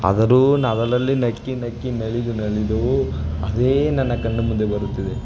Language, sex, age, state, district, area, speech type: Kannada, male, 18-30, Karnataka, Chamarajanagar, rural, spontaneous